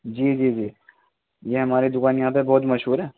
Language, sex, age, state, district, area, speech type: Urdu, male, 18-30, Delhi, East Delhi, urban, conversation